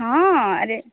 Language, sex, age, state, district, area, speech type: Odia, female, 30-45, Odisha, Sambalpur, rural, conversation